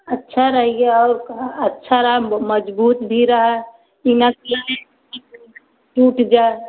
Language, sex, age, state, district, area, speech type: Hindi, female, 30-45, Uttar Pradesh, Ayodhya, rural, conversation